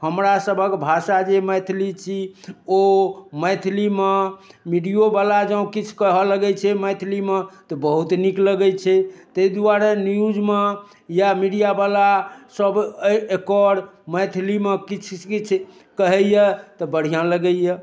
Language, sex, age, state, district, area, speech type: Maithili, male, 60+, Bihar, Darbhanga, rural, spontaneous